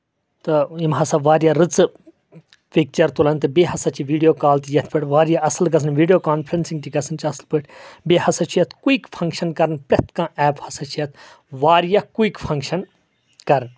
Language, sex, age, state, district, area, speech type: Kashmiri, male, 30-45, Jammu and Kashmir, Kulgam, rural, spontaneous